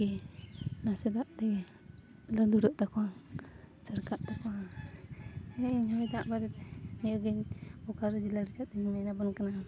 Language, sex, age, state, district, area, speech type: Santali, female, 30-45, Jharkhand, Bokaro, rural, spontaneous